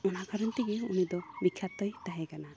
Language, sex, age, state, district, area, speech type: Santali, female, 18-30, West Bengal, Malda, rural, spontaneous